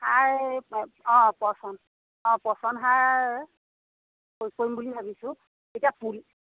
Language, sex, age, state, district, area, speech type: Assamese, female, 60+, Assam, Lakhimpur, urban, conversation